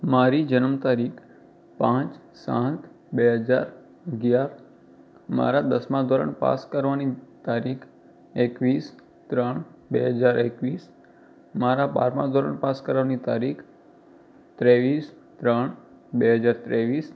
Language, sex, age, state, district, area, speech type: Gujarati, male, 18-30, Gujarat, Kutch, rural, spontaneous